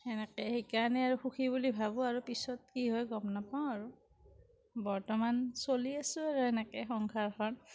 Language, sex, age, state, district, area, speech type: Assamese, female, 45-60, Assam, Kamrup Metropolitan, rural, spontaneous